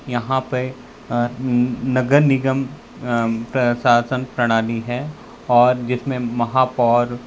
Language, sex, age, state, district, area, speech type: Hindi, male, 30-45, Madhya Pradesh, Bhopal, urban, spontaneous